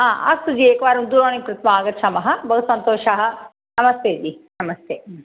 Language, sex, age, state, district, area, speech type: Sanskrit, female, 45-60, Tamil Nadu, Chennai, urban, conversation